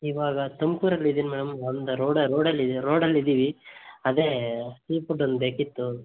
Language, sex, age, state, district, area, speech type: Kannada, male, 18-30, Karnataka, Davanagere, rural, conversation